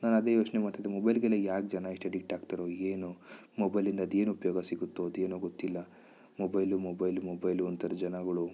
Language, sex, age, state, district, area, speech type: Kannada, male, 30-45, Karnataka, Bidar, rural, spontaneous